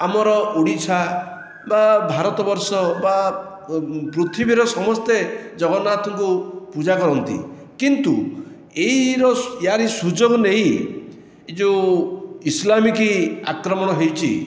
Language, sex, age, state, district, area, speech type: Odia, male, 60+, Odisha, Khordha, rural, spontaneous